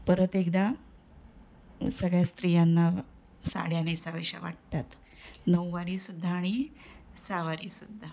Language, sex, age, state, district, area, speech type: Marathi, female, 45-60, Maharashtra, Ratnagiri, urban, spontaneous